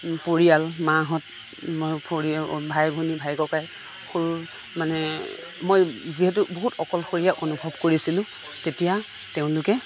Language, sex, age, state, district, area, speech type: Assamese, female, 45-60, Assam, Nagaon, rural, spontaneous